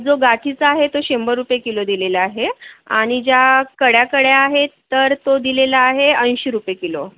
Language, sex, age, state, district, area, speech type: Marathi, female, 18-30, Maharashtra, Akola, urban, conversation